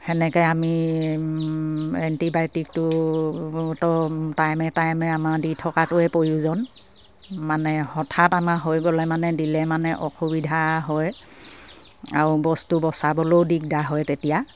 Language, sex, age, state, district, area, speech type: Assamese, female, 60+, Assam, Dibrugarh, rural, spontaneous